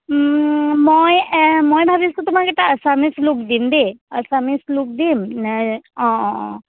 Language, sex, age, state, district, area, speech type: Assamese, female, 30-45, Assam, Charaideo, urban, conversation